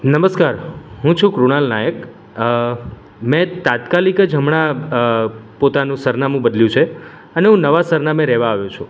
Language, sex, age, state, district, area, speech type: Gujarati, male, 30-45, Gujarat, Surat, urban, spontaneous